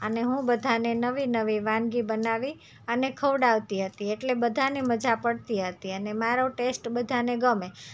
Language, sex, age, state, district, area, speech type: Gujarati, female, 30-45, Gujarat, Surat, rural, spontaneous